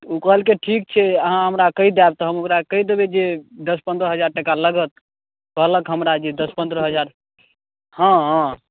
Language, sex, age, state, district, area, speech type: Maithili, male, 18-30, Bihar, Darbhanga, rural, conversation